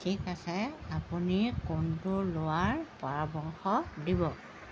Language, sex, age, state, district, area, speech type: Assamese, female, 60+, Assam, Golaghat, rural, read